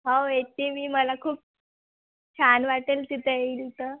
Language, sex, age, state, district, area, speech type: Marathi, female, 18-30, Maharashtra, Wardha, rural, conversation